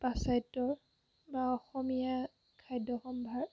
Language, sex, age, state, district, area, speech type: Assamese, female, 18-30, Assam, Jorhat, urban, spontaneous